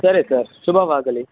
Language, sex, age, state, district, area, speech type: Kannada, male, 18-30, Karnataka, Bangalore Rural, rural, conversation